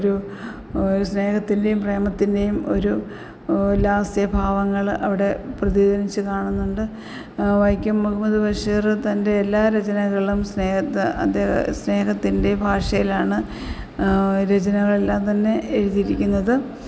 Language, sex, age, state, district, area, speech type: Malayalam, female, 45-60, Kerala, Alappuzha, rural, spontaneous